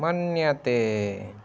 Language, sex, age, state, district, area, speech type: Sanskrit, male, 18-30, Odisha, Balangir, rural, read